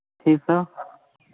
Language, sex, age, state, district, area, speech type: Hindi, male, 30-45, Bihar, Madhepura, rural, conversation